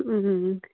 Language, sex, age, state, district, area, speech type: Manipuri, female, 30-45, Manipur, Kakching, rural, conversation